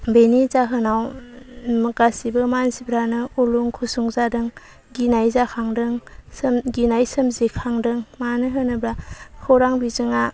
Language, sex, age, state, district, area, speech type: Bodo, female, 30-45, Assam, Baksa, rural, spontaneous